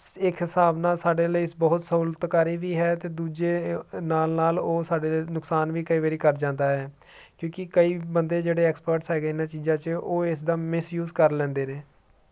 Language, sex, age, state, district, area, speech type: Punjabi, male, 30-45, Punjab, Jalandhar, urban, spontaneous